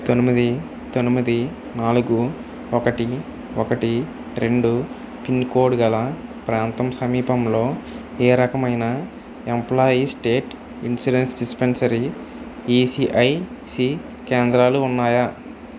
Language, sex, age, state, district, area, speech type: Telugu, male, 18-30, Andhra Pradesh, Kakinada, rural, read